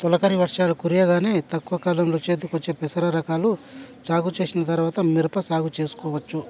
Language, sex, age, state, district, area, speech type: Telugu, male, 30-45, Telangana, Hyderabad, rural, spontaneous